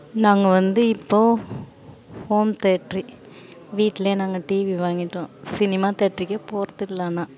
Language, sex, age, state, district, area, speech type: Tamil, female, 30-45, Tamil Nadu, Tiruvannamalai, urban, spontaneous